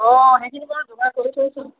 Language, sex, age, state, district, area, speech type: Assamese, female, 60+, Assam, Tinsukia, rural, conversation